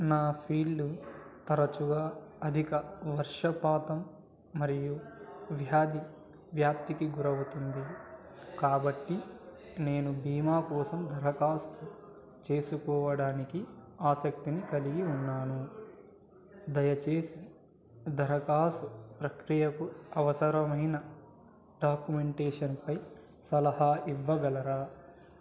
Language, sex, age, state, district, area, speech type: Telugu, male, 18-30, Andhra Pradesh, Nellore, urban, read